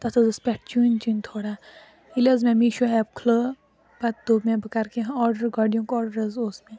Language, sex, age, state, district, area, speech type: Kashmiri, female, 30-45, Jammu and Kashmir, Baramulla, urban, spontaneous